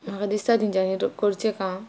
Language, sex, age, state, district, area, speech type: Goan Konkani, female, 45-60, Goa, Quepem, rural, spontaneous